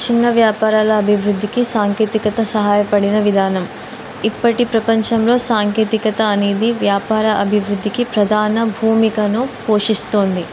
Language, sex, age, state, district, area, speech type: Telugu, female, 18-30, Telangana, Jayashankar, urban, spontaneous